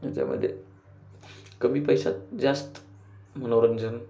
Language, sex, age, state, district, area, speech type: Marathi, male, 18-30, Maharashtra, Ratnagiri, rural, spontaneous